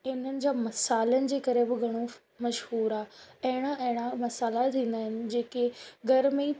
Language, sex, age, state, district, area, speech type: Sindhi, female, 18-30, Rajasthan, Ajmer, urban, spontaneous